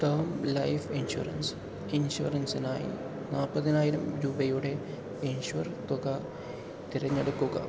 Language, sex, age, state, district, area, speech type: Malayalam, male, 18-30, Kerala, Palakkad, urban, read